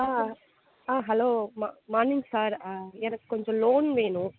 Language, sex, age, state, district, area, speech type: Tamil, female, 45-60, Tamil Nadu, Sivaganga, rural, conversation